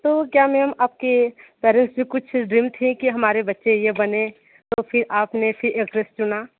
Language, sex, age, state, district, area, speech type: Hindi, female, 18-30, Uttar Pradesh, Sonbhadra, rural, conversation